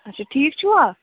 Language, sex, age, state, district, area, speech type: Kashmiri, female, 45-60, Jammu and Kashmir, Anantnag, rural, conversation